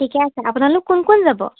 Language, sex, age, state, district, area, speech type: Assamese, female, 18-30, Assam, Charaideo, rural, conversation